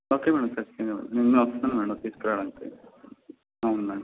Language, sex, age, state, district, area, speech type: Telugu, male, 30-45, Andhra Pradesh, Konaseema, urban, conversation